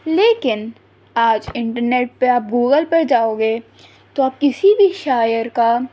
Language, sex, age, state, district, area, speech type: Urdu, female, 18-30, Delhi, Central Delhi, urban, spontaneous